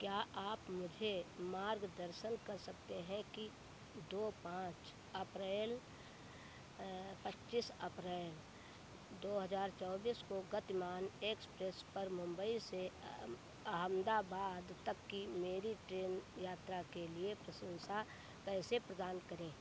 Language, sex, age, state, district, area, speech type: Hindi, female, 60+, Uttar Pradesh, Sitapur, rural, read